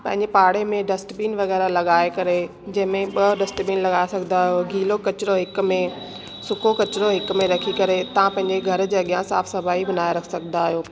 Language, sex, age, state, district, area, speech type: Sindhi, female, 30-45, Delhi, South Delhi, urban, spontaneous